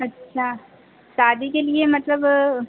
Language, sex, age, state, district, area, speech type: Hindi, female, 18-30, Madhya Pradesh, Harda, urban, conversation